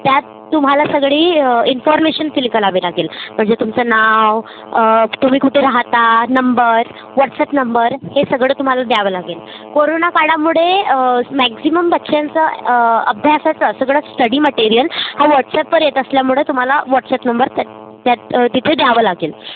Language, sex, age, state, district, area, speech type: Marathi, female, 30-45, Maharashtra, Nagpur, rural, conversation